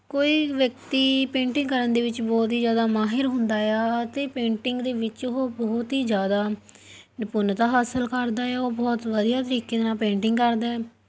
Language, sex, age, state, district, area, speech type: Punjabi, female, 18-30, Punjab, Fatehgarh Sahib, rural, spontaneous